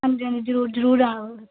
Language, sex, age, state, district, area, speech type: Punjabi, female, 18-30, Punjab, Amritsar, urban, conversation